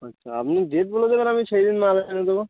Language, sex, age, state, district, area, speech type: Bengali, male, 18-30, West Bengal, Birbhum, urban, conversation